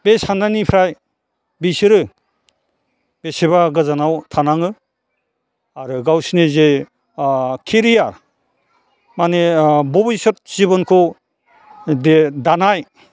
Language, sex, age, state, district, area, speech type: Bodo, male, 60+, Assam, Chirang, rural, spontaneous